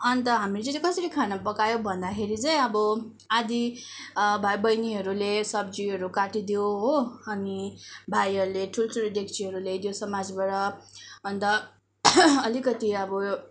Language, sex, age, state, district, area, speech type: Nepali, female, 18-30, West Bengal, Darjeeling, rural, spontaneous